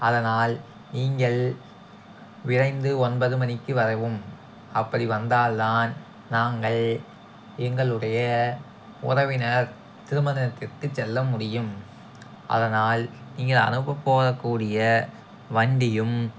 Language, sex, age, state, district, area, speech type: Tamil, male, 18-30, Tamil Nadu, Tiruppur, rural, spontaneous